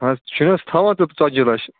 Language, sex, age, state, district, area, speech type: Kashmiri, male, 30-45, Jammu and Kashmir, Ganderbal, rural, conversation